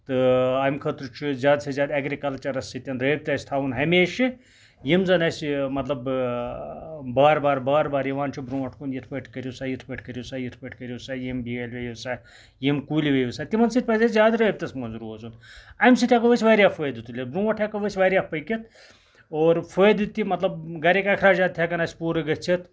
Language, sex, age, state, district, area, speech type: Kashmiri, male, 60+, Jammu and Kashmir, Ganderbal, rural, spontaneous